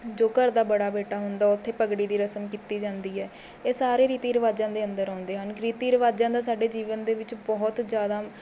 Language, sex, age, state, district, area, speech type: Punjabi, female, 18-30, Punjab, Mohali, rural, spontaneous